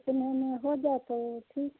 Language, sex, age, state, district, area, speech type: Hindi, female, 60+, Uttar Pradesh, Sitapur, rural, conversation